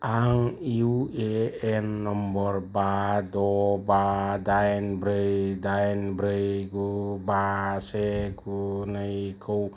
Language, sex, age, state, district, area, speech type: Bodo, male, 45-60, Assam, Chirang, rural, read